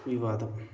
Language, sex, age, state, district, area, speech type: Telugu, male, 18-30, Telangana, Hanamkonda, rural, spontaneous